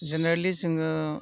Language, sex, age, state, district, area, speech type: Bodo, male, 45-60, Assam, Udalguri, rural, spontaneous